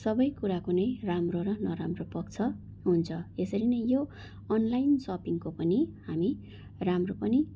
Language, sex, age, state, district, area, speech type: Nepali, female, 45-60, West Bengal, Darjeeling, rural, spontaneous